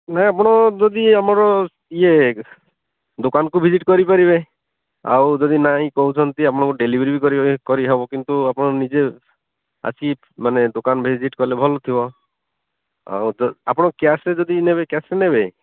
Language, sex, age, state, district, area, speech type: Odia, male, 30-45, Odisha, Malkangiri, urban, conversation